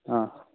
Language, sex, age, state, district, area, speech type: Kannada, male, 18-30, Karnataka, Tumkur, urban, conversation